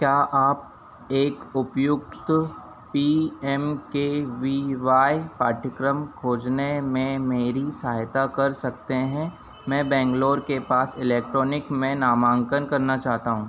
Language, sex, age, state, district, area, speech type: Hindi, male, 30-45, Madhya Pradesh, Harda, urban, read